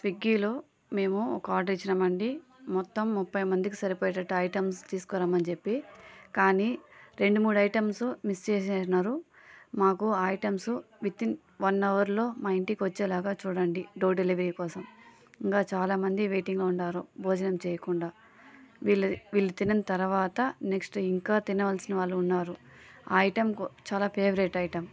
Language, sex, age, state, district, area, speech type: Telugu, female, 30-45, Andhra Pradesh, Sri Balaji, rural, spontaneous